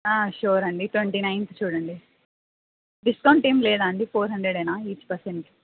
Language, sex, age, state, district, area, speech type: Telugu, female, 18-30, Andhra Pradesh, Anantapur, urban, conversation